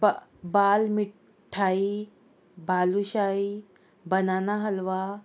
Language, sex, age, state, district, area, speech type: Goan Konkani, female, 18-30, Goa, Murmgao, rural, spontaneous